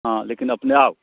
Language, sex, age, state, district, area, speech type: Maithili, male, 45-60, Bihar, Muzaffarpur, urban, conversation